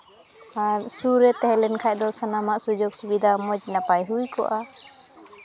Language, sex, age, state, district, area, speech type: Santali, female, 18-30, West Bengal, Malda, rural, spontaneous